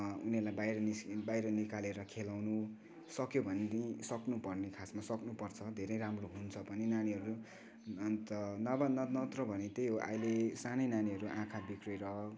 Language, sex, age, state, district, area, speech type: Nepali, male, 18-30, West Bengal, Kalimpong, rural, spontaneous